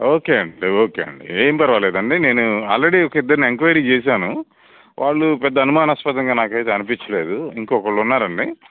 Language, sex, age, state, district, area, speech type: Telugu, male, 30-45, Andhra Pradesh, Bapatla, urban, conversation